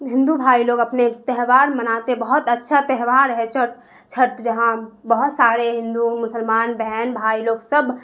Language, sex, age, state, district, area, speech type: Urdu, female, 30-45, Bihar, Darbhanga, rural, spontaneous